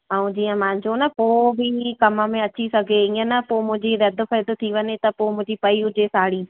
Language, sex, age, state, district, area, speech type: Sindhi, female, 30-45, Madhya Pradesh, Katni, urban, conversation